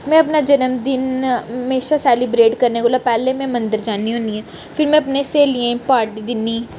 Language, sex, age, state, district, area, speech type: Dogri, female, 18-30, Jammu and Kashmir, Reasi, urban, spontaneous